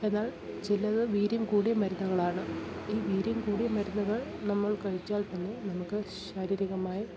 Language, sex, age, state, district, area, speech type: Malayalam, female, 30-45, Kerala, Kollam, rural, spontaneous